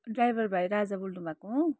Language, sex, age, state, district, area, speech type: Nepali, female, 30-45, West Bengal, Darjeeling, rural, spontaneous